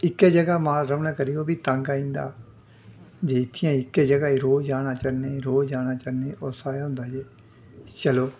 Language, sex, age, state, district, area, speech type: Dogri, male, 60+, Jammu and Kashmir, Udhampur, rural, spontaneous